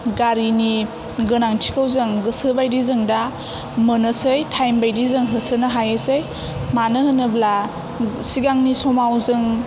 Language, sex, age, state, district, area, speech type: Bodo, female, 18-30, Assam, Chirang, urban, spontaneous